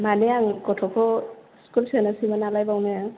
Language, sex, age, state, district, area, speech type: Bodo, female, 30-45, Assam, Chirang, urban, conversation